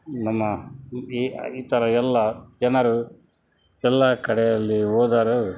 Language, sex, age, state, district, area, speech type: Kannada, male, 60+, Karnataka, Dakshina Kannada, rural, spontaneous